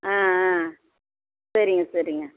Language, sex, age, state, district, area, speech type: Tamil, female, 60+, Tamil Nadu, Perambalur, urban, conversation